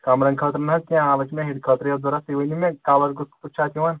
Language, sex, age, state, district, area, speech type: Kashmiri, male, 18-30, Jammu and Kashmir, Pulwama, urban, conversation